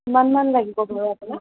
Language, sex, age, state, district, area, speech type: Assamese, female, 30-45, Assam, Golaghat, urban, conversation